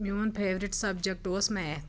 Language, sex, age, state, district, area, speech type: Kashmiri, female, 30-45, Jammu and Kashmir, Anantnag, rural, spontaneous